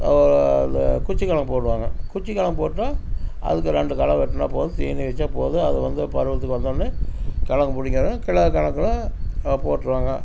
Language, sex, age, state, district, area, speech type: Tamil, male, 60+, Tamil Nadu, Namakkal, rural, spontaneous